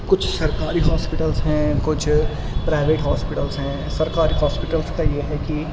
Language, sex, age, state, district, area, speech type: Urdu, male, 18-30, Delhi, East Delhi, urban, spontaneous